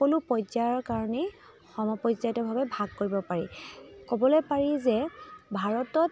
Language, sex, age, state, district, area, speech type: Assamese, female, 30-45, Assam, Dibrugarh, rural, spontaneous